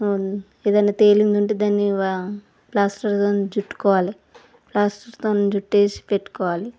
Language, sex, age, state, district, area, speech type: Telugu, female, 30-45, Telangana, Vikarabad, urban, spontaneous